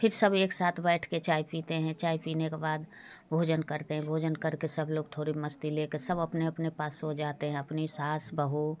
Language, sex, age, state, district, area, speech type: Hindi, female, 45-60, Bihar, Darbhanga, rural, spontaneous